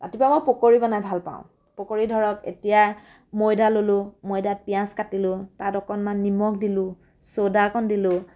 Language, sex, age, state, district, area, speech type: Assamese, female, 30-45, Assam, Biswanath, rural, spontaneous